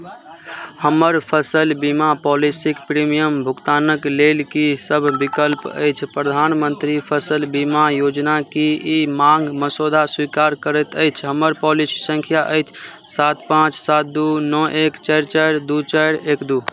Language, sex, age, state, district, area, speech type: Maithili, male, 18-30, Bihar, Madhubani, rural, read